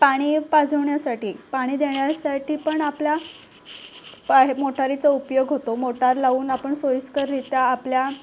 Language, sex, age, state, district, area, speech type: Marathi, female, 18-30, Maharashtra, Solapur, urban, spontaneous